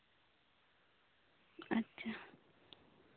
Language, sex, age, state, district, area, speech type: Santali, female, 18-30, West Bengal, Bankura, rural, conversation